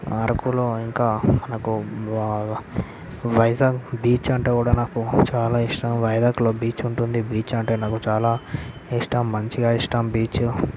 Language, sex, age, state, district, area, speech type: Telugu, male, 30-45, Andhra Pradesh, Visakhapatnam, urban, spontaneous